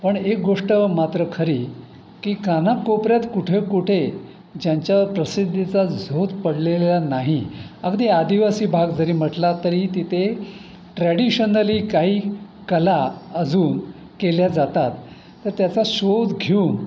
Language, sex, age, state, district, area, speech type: Marathi, male, 60+, Maharashtra, Pune, urban, spontaneous